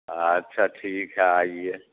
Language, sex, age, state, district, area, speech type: Urdu, male, 60+, Bihar, Supaul, rural, conversation